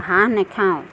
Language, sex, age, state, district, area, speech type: Assamese, female, 45-60, Assam, Nagaon, rural, spontaneous